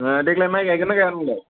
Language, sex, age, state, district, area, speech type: Bodo, male, 18-30, Assam, Kokrajhar, rural, conversation